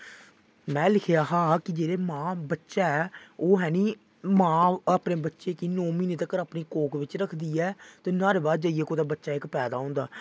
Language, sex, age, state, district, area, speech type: Dogri, male, 18-30, Jammu and Kashmir, Samba, rural, spontaneous